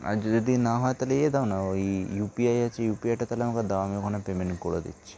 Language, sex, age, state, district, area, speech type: Bengali, male, 18-30, West Bengal, Kolkata, urban, spontaneous